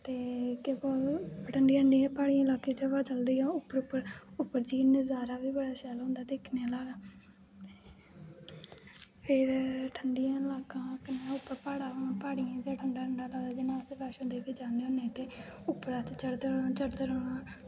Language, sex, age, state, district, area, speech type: Dogri, female, 18-30, Jammu and Kashmir, Kathua, rural, spontaneous